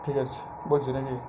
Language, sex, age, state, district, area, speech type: Bengali, male, 60+, West Bengal, Uttar Dinajpur, urban, spontaneous